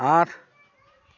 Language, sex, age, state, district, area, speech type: Assamese, male, 60+, Assam, Dhemaji, rural, read